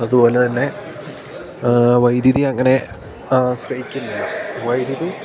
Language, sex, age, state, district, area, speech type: Malayalam, male, 18-30, Kerala, Idukki, rural, spontaneous